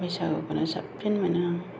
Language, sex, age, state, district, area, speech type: Bodo, female, 45-60, Assam, Kokrajhar, urban, spontaneous